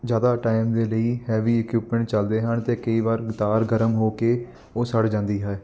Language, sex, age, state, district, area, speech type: Punjabi, male, 18-30, Punjab, Ludhiana, urban, spontaneous